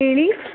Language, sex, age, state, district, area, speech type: Kannada, female, 18-30, Karnataka, Kodagu, rural, conversation